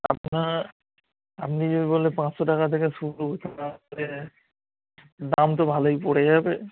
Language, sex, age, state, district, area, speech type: Bengali, male, 18-30, West Bengal, Darjeeling, rural, conversation